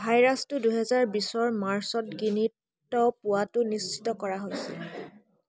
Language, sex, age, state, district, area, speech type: Assamese, female, 18-30, Assam, Charaideo, rural, read